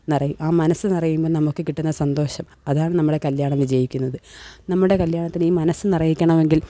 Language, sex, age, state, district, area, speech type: Malayalam, female, 18-30, Kerala, Kollam, urban, spontaneous